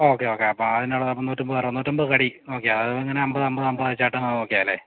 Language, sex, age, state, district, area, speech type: Malayalam, male, 30-45, Kerala, Idukki, rural, conversation